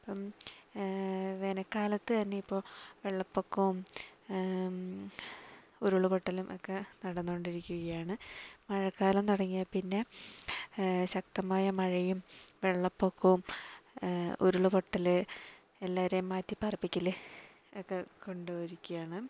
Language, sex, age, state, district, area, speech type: Malayalam, female, 30-45, Kerala, Wayanad, rural, spontaneous